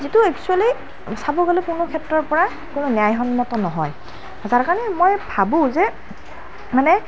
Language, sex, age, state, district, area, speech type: Assamese, female, 18-30, Assam, Nalbari, rural, spontaneous